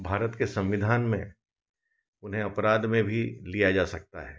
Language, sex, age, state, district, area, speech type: Hindi, male, 45-60, Madhya Pradesh, Ujjain, urban, spontaneous